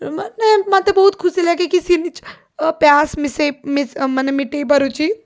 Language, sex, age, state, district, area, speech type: Odia, female, 30-45, Odisha, Puri, urban, spontaneous